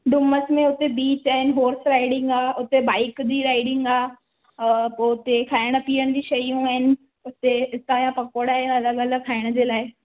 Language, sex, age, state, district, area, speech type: Sindhi, female, 18-30, Gujarat, Surat, urban, conversation